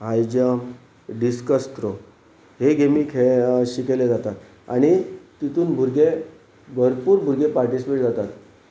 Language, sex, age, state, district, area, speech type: Goan Konkani, male, 45-60, Goa, Pernem, rural, spontaneous